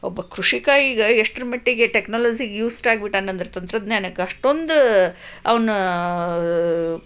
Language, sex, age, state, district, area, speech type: Kannada, female, 45-60, Karnataka, Chikkaballapur, rural, spontaneous